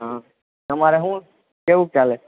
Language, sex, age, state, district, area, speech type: Gujarati, male, 18-30, Gujarat, Junagadh, urban, conversation